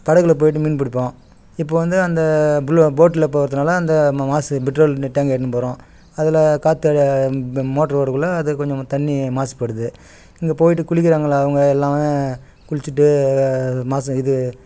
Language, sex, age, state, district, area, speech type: Tamil, male, 45-60, Tamil Nadu, Kallakurichi, rural, spontaneous